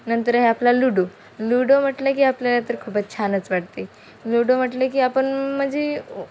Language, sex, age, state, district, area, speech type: Marathi, female, 18-30, Maharashtra, Wardha, rural, spontaneous